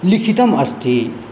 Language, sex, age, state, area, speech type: Sanskrit, male, 18-30, Bihar, rural, spontaneous